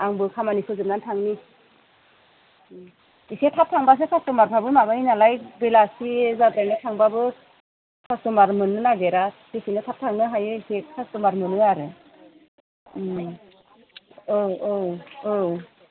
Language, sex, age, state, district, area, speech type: Bodo, female, 45-60, Assam, Udalguri, rural, conversation